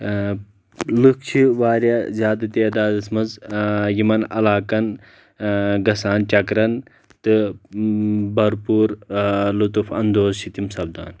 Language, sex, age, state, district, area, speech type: Kashmiri, male, 30-45, Jammu and Kashmir, Shopian, rural, spontaneous